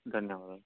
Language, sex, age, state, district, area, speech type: Kannada, male, 30-45, Karnataka, Davanagere, rural, conversation